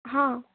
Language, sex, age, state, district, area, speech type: Marathi, female, 18-30, Maharashtra, Yavatmal, urban, conversation